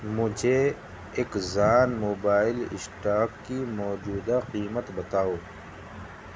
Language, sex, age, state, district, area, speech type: Urdu, male, 30-45, Delhi, Central Delhi, urban, read